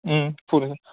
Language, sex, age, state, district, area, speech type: Bodo, male, 30-45, Assam, Kokrajhar, rural, conversation